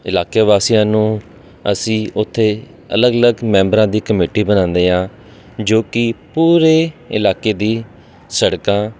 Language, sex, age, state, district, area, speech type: Punjabi, male, 30-45, Punjab, Jalandhar, urban, spontaneous